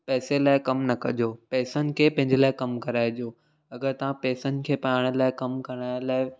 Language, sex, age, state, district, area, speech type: Sindhi, male, 18-30, Maharashtra, Mumbai City, urban, spontaneous